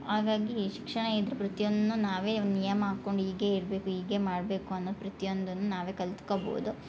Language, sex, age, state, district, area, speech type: Kannada, female, 30-45, Karnataka, Hassan, rural, spontaneous